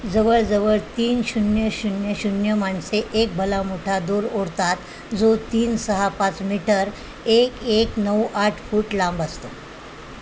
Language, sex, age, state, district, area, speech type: Marathi, female, 60+, Maharashtra, Nanded, rural, read